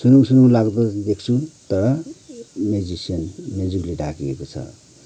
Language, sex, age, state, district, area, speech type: Nepali, male, 60+, West Bengal, Kalimpong, rural, spontaneous